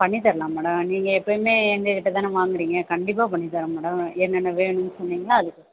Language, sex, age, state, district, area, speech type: Tamil, female, 30-45, Tamil Nadu, Ranipet, urban, conversation